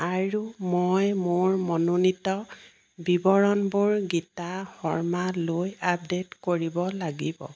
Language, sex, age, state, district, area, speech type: Assamese, female, 45-60, Assam, Jorhat, urban, read